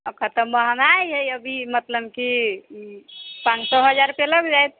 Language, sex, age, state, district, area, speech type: Maithili, female, 45-60, Bihar, Sitamarhi, rural, conversation